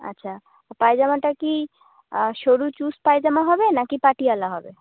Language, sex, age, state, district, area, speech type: Bengali, female, 18-30, West Bengal, South 24 Parganas, rural, conversation